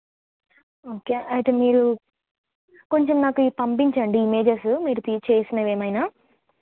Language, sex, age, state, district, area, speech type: Telugu, female, 18-30, Telangana, Peddapalli, urban, conversation